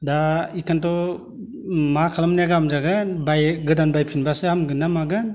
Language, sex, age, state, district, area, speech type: Bodo, male, 45-60, Assam, Baksa, urban, spontaneous